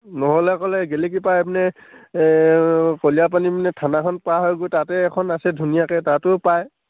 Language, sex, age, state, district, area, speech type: Assamese, male, 18-30, Assam, Sivasagar, rural, conversation